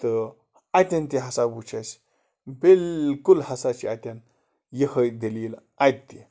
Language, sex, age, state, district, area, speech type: Kashmiri, male, 30-45, Jammu and Kashmir, Bandipora, rural, spontaneous